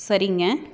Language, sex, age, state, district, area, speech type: Tamil, female, 30-45, Tamil Nadu, Tiruppur, urban, spontaneous